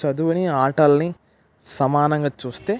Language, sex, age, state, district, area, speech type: Telugu, male, 18-30, Andhra Pradesh, West Godavari, rural, spontaneous